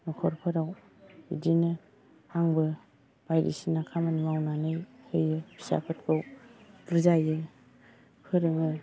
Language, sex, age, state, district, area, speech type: Bodo, female, 45-60, Assam, Chirang, rural, spontaneous